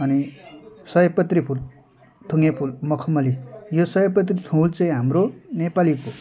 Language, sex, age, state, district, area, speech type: Nepali, male, 30-45, West Bengal, Jalpaiguri, urban, spontaneous